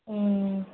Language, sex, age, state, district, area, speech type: Tamil, female, 18-30, Tamil Nadu, Pudukkottai, rural, conversation